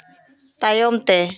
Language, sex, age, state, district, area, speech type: Santali, female, 30-45, West Bengal, Jhargram, rural, read